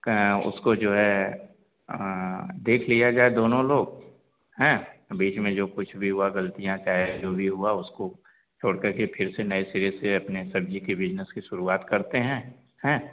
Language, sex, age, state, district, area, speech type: Hindi, male, 30-45, Uttar Pradesh, Azamgarh, rural, conversation